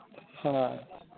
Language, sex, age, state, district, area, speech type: Santali, male, 60+, Jharkhand, East Singhbhum, rural, conversation